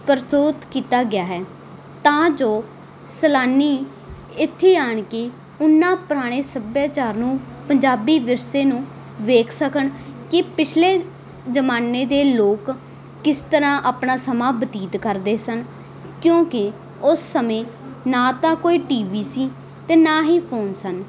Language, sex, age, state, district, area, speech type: Punjabi, female, 18-30, Punjab, Muktsar, rural, spontaneous